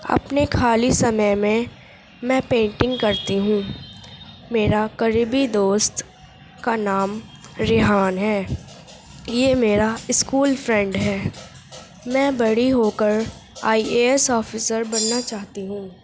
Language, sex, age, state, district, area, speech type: Urdu, female, 18-30, Uttar Pradesh, Gautam Buddha Nagar, rural, spontaneous